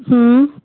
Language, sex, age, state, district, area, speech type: Sindhi, female, 30-45, Gujarat, Surat, urban, conversation